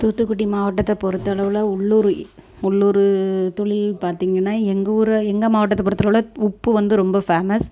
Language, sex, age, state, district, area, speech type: Tamil, female, 30-45, Tamil Nadu, Thoothukudi, rural, spontaneous